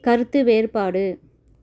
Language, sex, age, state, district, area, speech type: Tamil, female, 30-45, Tamil Nadu, Chennai, urban, read